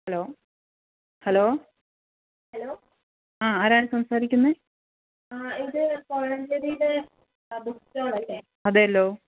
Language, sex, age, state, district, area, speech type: Malayalam, female, 45-60, Kerala, Pathanamthitta, rural, conversation